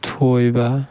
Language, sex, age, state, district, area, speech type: Manipuri, male, 18-30, Manipur, Tengnoupal, rural, spontaneous